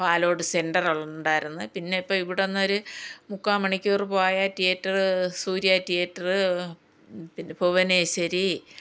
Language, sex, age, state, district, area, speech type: Malayalam, female, 60+, Kerala, Thiruvananthapuram, rural, spontaneous